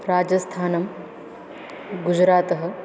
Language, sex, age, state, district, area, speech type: Sanskrit, female, 18-30, Maharashtra, Beed, rural, spontaneous